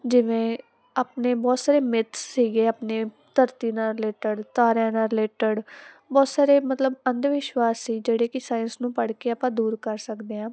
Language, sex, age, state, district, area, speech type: Punjabi, female, 18-30, Punjab, Muktsar, urban, spontaneous